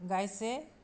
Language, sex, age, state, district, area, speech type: Assamese, female, 60+, Assam, Charaideo, urban, spontaneous